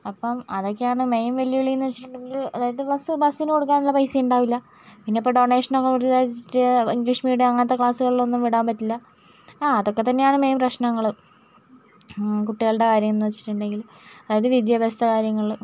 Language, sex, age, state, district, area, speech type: Malayalam, female, 45-60, Kerala, Wayanad, rural, spontaneous